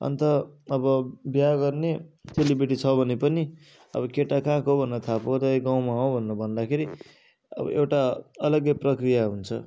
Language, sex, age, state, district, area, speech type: Nepali, male, 30-45, West Bengal, Darjeeling, rural, spontaneous